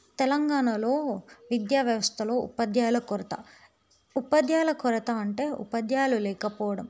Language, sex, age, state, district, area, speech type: Telugu, female, 18-30, Telangana, Yadadri Bhuvanagiri, urban, spontaneous